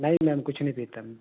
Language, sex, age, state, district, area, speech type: Hindi, male, 30-45, Madhya Pradesh, Betul, urban, conversation